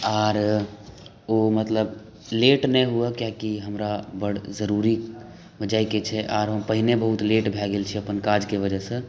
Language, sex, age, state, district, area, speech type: Maithili, male, 18-30, Bihar, Saharsa, rural, spontaneous